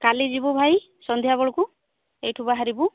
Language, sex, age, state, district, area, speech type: Odia, female, 30-45, Odisha, Kandhamal, rural, conversation